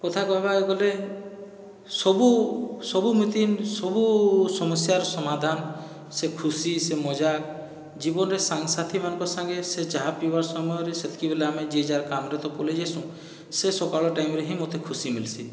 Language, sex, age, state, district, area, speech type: Odia, male, 45-60, Odisha, Boudh, rural, spontaneous